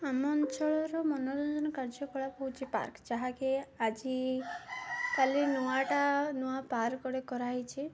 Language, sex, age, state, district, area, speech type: Odia, female, 18-30, Odisha, Koraput, urban, spontaneous